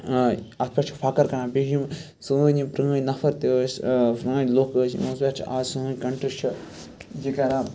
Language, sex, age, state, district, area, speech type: Kashmiri, male, 30-45, Jammu and Kashmir, Srinagar, urban, spontaneous